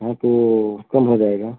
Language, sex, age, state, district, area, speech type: Hindi, male, 30-45, Uttar Pradesh, Ayodhya, rural, conversation